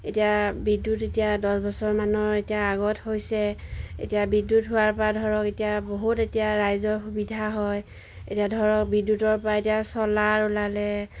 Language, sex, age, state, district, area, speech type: Assamese, female, 45-60, Assam, Golaghat, rural, spontaneous